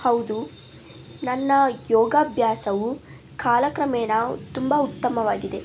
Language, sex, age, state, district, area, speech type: Kannada, female, 30-45, Karnataka, Davanagere, urban, spontaneous